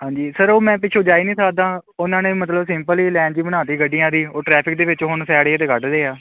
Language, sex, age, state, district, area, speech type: Punjabi, male, 18-30, Punjab, Kapurthala, urban, conversation